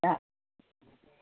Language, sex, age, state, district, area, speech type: Sindhi, female, 60+, Delhi, South Delhi, urban, conversation